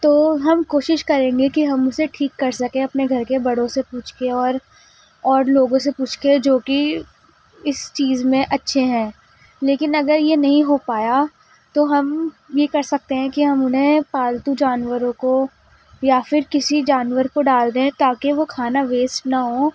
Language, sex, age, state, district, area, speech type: Urdu, female, 18-30, Delhi, East Delhi, rural, spontaneous